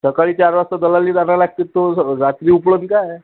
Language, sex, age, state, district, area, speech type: Marathi, female, 18-30, Maharashtra, Amravati, rural, conversation